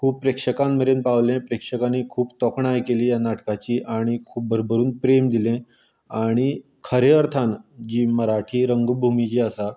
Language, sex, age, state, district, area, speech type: Goan Konkani, male, 30-45, Goa, Canacona, rural, spontaneous